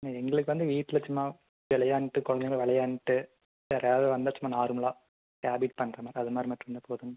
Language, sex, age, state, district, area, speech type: Tamil, male, 18-30, Tamil Nadu, Erode, rural, conversation